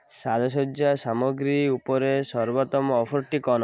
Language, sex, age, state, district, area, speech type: Odia, male, 18-30, Odisha, Malkangiri, urban, read